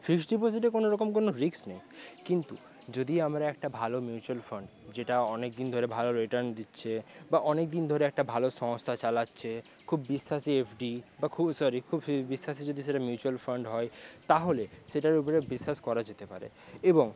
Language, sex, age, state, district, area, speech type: Bengali, male, 18-30, West Bengal, Paschim Medinipur, rural, spontaneous